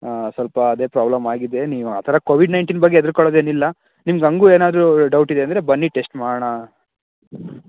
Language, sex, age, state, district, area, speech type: Kannada, male, 18-30, Karnataka, Chikkaballapur, urban, conversation